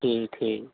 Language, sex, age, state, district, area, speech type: Urdu, male, 18-30, Delhi, East Delhi, rural, conversation